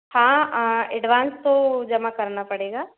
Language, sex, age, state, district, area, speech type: Hindi, female, 30-45, Madhya Pradesh, Bhopal, rural, conversation